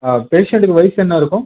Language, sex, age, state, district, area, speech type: Tamil, male, 18-30, Tamil Nadu, Viluppuram, urban, conversation